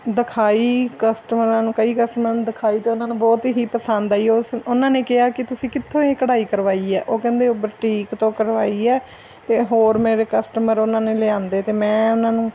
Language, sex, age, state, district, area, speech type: Punjabi, female, 30-45, Punjab, Mansa, urban, spontaneous